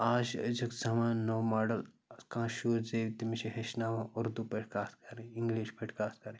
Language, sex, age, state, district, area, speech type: Kashmiri, male, 45-60, Jammu and Kashmir, Bandipora, rural, spontaneous